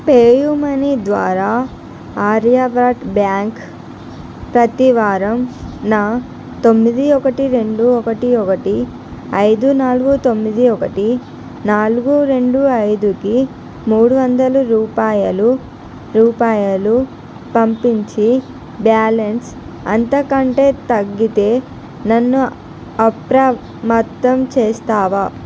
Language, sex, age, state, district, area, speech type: Telugu, female, 45-60, Andhra Pradesh, Visakhapatnam, urban, read